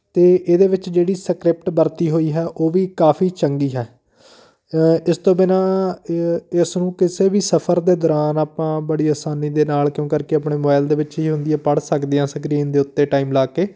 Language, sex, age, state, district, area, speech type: Punjabi, male, 30-45, Punjab, Patiala, rural, spontaneous